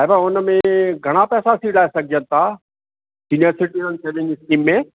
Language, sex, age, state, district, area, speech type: Sindhi, male, 60+, Maharashtra, Thane, urban, conversation